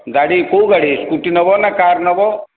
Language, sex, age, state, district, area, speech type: Odia, male, 60+, Odisha, Khordha, rural, conversation